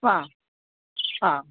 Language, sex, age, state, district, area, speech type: Malayalam, female, 18-30, Kerala, Pathanamthitta, rural, conversation